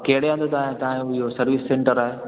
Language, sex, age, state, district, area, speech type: Sindhi, male, 18-30, Gujarat, Junagadh, urban, conversation